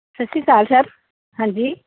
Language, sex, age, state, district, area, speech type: Punjabi, female, 45-60, Punjab, Pathankot, rural, conversation